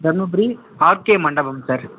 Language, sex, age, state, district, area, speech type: Tamil, male, 30-45, Tamil Nadu, Dharmapuri, rural, conversation